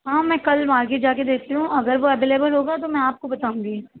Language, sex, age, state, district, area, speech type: Urdu, female, 18-30, Uttar Pradesh, Gautam Buddha Nagar, rural, conversation